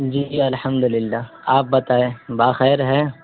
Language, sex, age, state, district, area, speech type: Urdu, male, 30-45, Bihar, East Champaran, urban, conversation